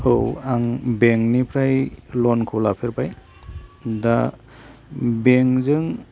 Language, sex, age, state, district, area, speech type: Bodo, male, 45-60, Assam, Baksa, urban, spontaneous